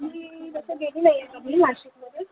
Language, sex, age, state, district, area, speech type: Marathi, female, 18-30, Maharashtra, Solapur, urban, conversation